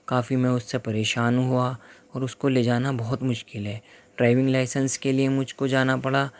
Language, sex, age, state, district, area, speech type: Urdu, male, 45-60, Delhi, Central Delhi, urban, spontaneous